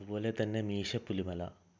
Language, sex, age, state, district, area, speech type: Malayalam, male, 18-30, Kerala, Kannur, rural, spontaneous